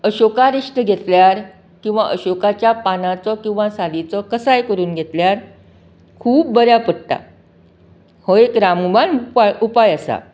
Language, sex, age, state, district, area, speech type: Goan Konkani, female, 60+, Goa, Canacona, rural, spontaneous